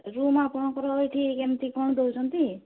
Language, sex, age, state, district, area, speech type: Odia, female, 60+, Odisha, Mayurbhanj, rural, conversation